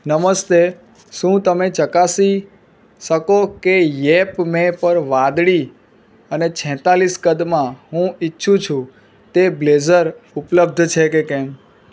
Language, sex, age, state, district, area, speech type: Gujarati, male, 30-45, Gujarat, Surat, urban, read